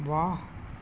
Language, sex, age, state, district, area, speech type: Punjabi, female, 45-60, Punjab, Rupnagar, rural, read